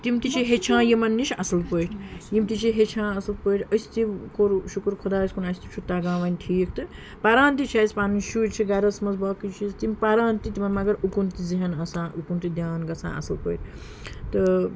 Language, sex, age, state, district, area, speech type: Kashmiri, female, 30-45, Jammu and Kashmir, Srinagar, urban, spontaneous